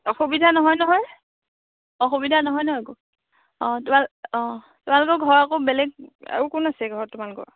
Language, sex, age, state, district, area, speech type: Assamese, female, 30-45, Assam, Dhemaji, rural, conversation